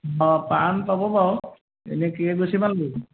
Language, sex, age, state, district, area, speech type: Assamese, male, 30-45, Assam, Golaghat, urban, conversation